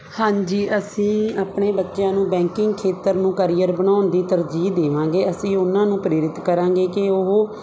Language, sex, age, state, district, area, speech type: Punjabi, female, 30-45, Punjab, Barnala, rural, spontaneous